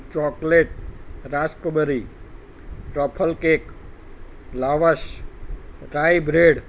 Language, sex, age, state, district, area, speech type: Gujarati, male, 45-60, Gujarat, Kheda, rural, spontaneous